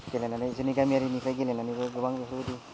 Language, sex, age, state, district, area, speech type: Bodo, male, 18-30, Assam, Udalguri, rural, spontaneous